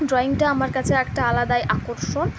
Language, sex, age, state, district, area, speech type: Bengali, female, 45-60, West Bengal, Purulia, urban, spontaneous